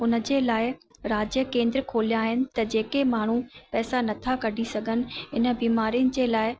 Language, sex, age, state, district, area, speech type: Sindhi, female, 30-45, Rajasthan, Ajmer, urban, spontaneous